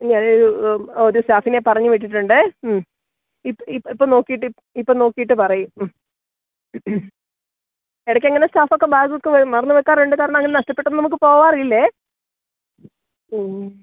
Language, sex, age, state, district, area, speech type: Malayalam, female, 30-45, Kerala, Idukki, rural, conversation